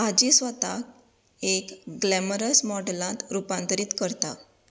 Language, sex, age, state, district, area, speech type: Goan Konkani, female, 30-45, Goa, Canacona, rural, read